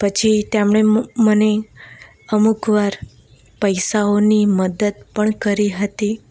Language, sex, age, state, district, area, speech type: Gujarati, female, 18-30, Gujarat, Valsad, rural, spontaneous